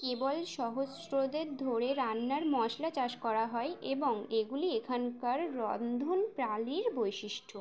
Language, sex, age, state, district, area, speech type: Bengali, female, 18-30, West Bengal, Uttar Dinajpur, urban, read